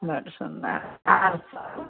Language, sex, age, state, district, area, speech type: Maithili, female, 60+, Bihar, Samastipur, urban, conversation